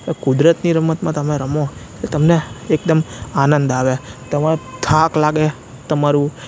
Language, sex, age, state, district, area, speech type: Gujarati, male, 18-30, Gujarat, Anand, rural, spontaneous